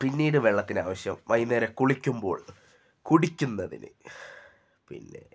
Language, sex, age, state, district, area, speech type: Malayalam, male, 45-60, Kerala, Wayanad, rural, spontaneous